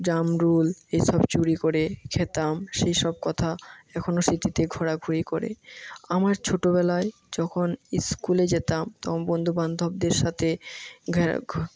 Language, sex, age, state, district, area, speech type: Bengali, male, 18-30, West Bengal, Jhargram, rural, spontaneous